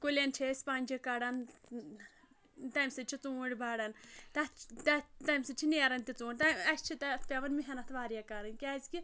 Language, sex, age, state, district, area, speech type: Kashmiri, female, 45-60, Jammu and Kashmir, Anantnag, rural, spontaneous